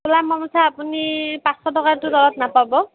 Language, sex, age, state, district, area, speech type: Assamese, female, 18-30, Assam, Nalbari, rural, conversation